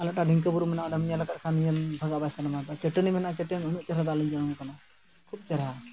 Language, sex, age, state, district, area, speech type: Santali, male, 45-60, Odisha, Mayurbhanj, rural, spontaneous